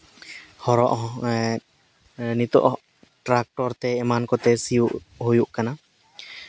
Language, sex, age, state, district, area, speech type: Santali, male, 30-45, Jharkhand, East Singhbhum, rural, spontaneous